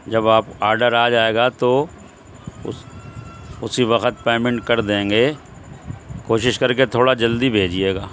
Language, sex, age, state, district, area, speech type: Urdu, male, 60+, Uttar Pradesh, Shahjahanpur, rural, spontaneous